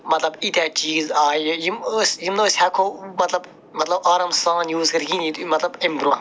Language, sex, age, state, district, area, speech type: Kashmiri, male, 45-60, Jammu and Kashmir, Budgam, urban, spontaneous